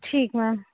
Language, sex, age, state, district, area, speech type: Hindi, female, 18-30, Uttar Pradesh, Azamgarh, rural, conversation